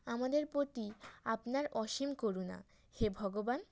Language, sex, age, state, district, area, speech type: Bengali, female, 18-30, West Bengal, North 24 Parganas, urban, spontaneous